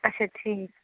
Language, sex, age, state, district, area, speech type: Kashmiri, female, 45-60, Jammu and Kashmir, Srinagar, urban, conversation